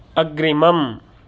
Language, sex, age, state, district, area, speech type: Sanskrit, male, 45-60, Madhya Pradesh, Indore, rural, read